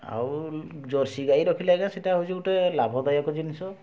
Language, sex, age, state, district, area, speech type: Odia, male, 60+, Odisha, Mayurbhanj, rural, spontaneous